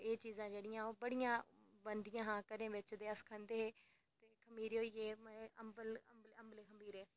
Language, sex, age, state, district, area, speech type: Dogri, female, 18-30, Jammu and Kashmir, Reasi, rural, spontaneous